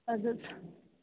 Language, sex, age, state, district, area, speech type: Kashmiri, female, 18-30, Jammu and Kashmir, Bandipora, rural, conversation